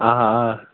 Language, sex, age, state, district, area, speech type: Kashmiri, male, 45-60, Jammu and Kashmir, Ganderbal, rural, conversation